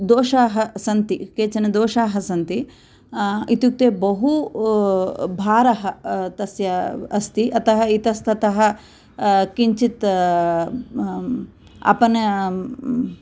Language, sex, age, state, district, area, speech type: Sanskrit, female, 45-60, Andhra Pradesh, Kurnool, urban, spontaneous